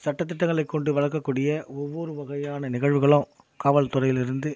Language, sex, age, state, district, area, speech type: Tamil, male, 45-60, Tamil Nadu, Viluppuram, rural, spontaneous